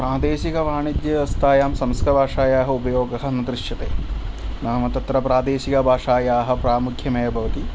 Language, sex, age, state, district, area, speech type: Sanskrit, male, 30-45, Kerala, Thrissur, urban, spontaneous